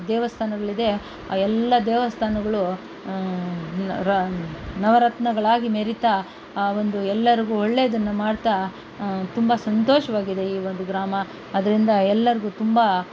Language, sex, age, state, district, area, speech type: Kannada, female, 45-60, Karnataka, Kolar, rural, spontaneous